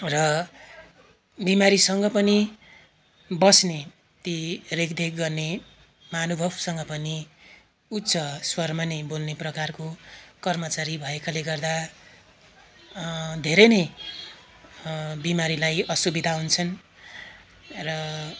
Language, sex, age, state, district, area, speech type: Nepali, male, 30-45, West Bengal, Darjeeling, rural, spontaneous